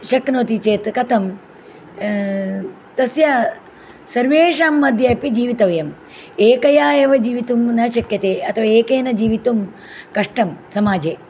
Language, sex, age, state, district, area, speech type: Sanskrit, female, 60+, Karnataka, Uttara Kannada, rural, spontaneous